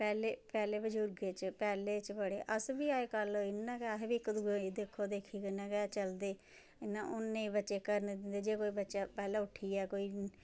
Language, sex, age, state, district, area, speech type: Dogri, female, 30-45, Jammu and Kashmir, Samba, rural, spontaneous